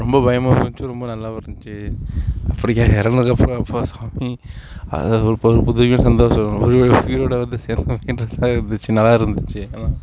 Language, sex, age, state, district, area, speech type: Tamil, male, 45-60, Tamil Nadu, Sivaganga, rural, spontaneous